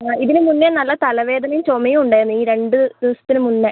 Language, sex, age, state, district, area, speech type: Malayalam, female, 18-30, Kerala, Wayanad, rural, conversation